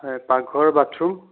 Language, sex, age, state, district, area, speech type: Assamese, female, 18-30, Assam, Sonitpur, rural, conversation